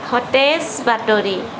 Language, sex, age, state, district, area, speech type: Assamese, female, 45-60, Assam, Kamrup Metropolitan, urban, read